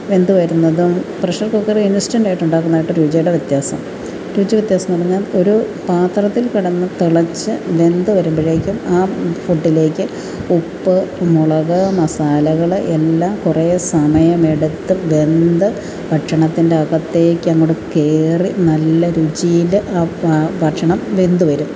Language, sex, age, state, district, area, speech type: Malayalam, female, 45-60, Kerala, Alappuzha, rural, spontaneous